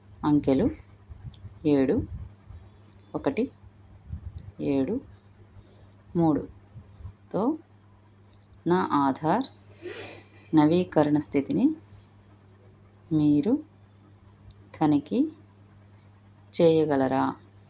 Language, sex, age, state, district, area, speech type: Telugu, female, 45-60, Andhra Pradesh, Krishna, urban, read